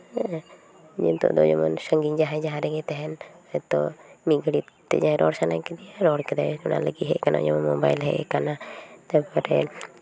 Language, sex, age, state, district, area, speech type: Santali, female, 30-45, West Bengal, Paschim Bardhaman, urban, spontaneous